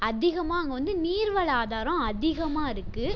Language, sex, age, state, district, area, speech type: Tamil, female, 18-30, Tamil Nadu, Tiruchirappalli, rural, spontaneous